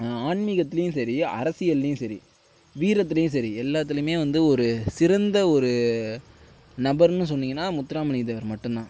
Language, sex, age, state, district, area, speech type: Tamil, male, 18-30, Tamil Nadu, Tiruvarur, urban, spontaneous